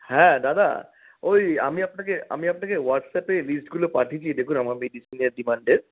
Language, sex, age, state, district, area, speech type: Bengali, male, 60+, West Bengal, Paschim Bardhaman, rural, conversation